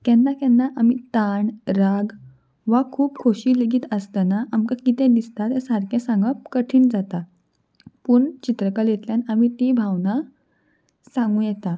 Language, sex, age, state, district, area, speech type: Goan Konkani, female, 18-30, Goa, Salcete, urban, spontaneous